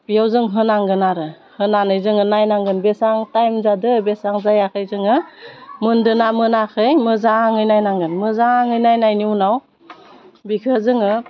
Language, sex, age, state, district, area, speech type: Bodo, female, 45-60, Assam, Udalguri, urban, spontaneous